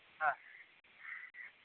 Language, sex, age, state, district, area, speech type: Tamil, male, 45-60, Tamil Nadu, Tiruvannamalai, rural, conversation